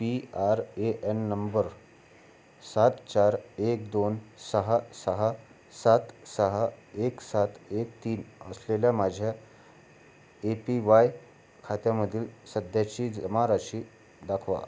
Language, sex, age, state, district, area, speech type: Marathi, male, 30-45, Maharashtra, Amravati, urban, read